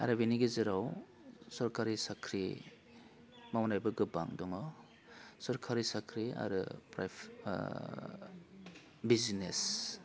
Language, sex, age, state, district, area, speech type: Bodo, male, 30-45, Assam, Udalguri, urban, spontaneous